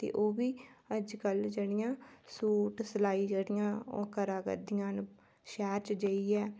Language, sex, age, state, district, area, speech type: Dogri, female, 18-30, Jammu and Kashmir, Udhampur, rural, spontaneous